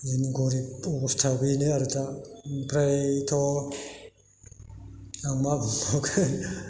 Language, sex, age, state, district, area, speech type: Bodo, male, 60+, Assam, Chirang, rural, spontaneous